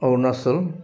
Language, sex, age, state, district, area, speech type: Assamese, male, 60+, Assam, Dibrugarh, urban, spontaneous